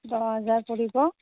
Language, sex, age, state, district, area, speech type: Assamese, female, 30-45, Assam, Barpeta, rural, conversation